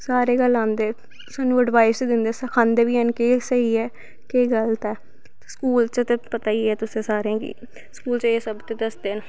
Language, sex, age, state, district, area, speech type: Dogri, female, 18-30, Jammu and Kashmir, Samba, rural, spontaneous